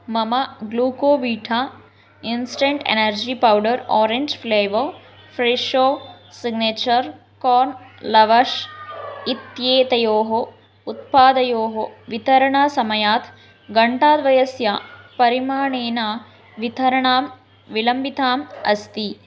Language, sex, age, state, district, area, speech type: Sanskrit, female, 18-30, Karnataka, Shimoga, urban, read